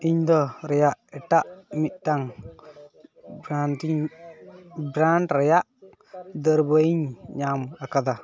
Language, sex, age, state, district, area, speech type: Santali, male, 18-30, West Bengal, Dakshin Dinajpur, rural, read